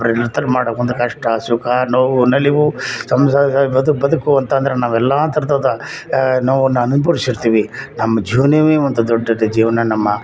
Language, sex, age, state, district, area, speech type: Kannada, male, 60+, Karnataka, Mysore, urban, spontaneous